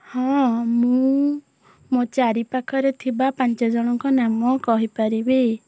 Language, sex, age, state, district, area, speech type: Odia, female, 18-30, Odisha, Bhadrak, rural, spontaneous